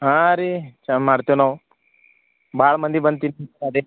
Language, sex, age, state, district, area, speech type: Kannada, male, 45-60, Karnataka, Bidar, rural, conversation